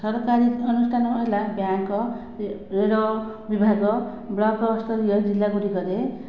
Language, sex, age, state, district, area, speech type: Odia, female, 45-60, Odisha, Khordha, rural, spontaneous